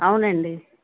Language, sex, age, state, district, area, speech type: Telugu, female, 45-60, Andhra Pradesh, Bapatla, urban, conversation